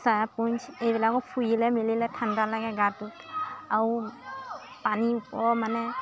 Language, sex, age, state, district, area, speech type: Assamese, female, 18-30, Assam, Lakhimpur, rural, spontaneous